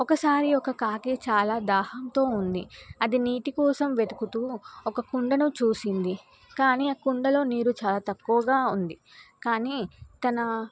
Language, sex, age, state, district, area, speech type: Telugu, female, 18-30, Telangana, Nizamabad, urban, spontaneous